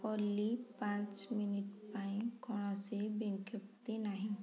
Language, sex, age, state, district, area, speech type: Odia, female, 30-45, Odisha, Mayurbhanj, rural, read